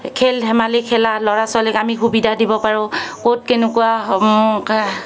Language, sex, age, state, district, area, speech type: Assamese, female, 45-60, Assam, Kamrup Metropolitan, urban, spontaneous